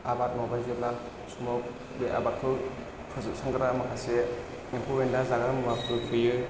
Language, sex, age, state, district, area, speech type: Bodo, male, 30-45, Assam, Chirang, rural, spontaneous